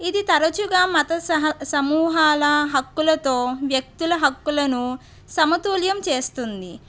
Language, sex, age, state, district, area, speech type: Telugu, female, 45-60, Andhra Pradesh, Konaseema, urban, spontaneous